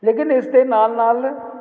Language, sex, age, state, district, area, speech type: Punjabi, male, 45-60, Punjab, Jalandhar, urban, spontaneous